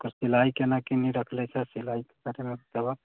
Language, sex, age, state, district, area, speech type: Maithili, male, 60+, Bihar, Sitamarhi, rural, conversation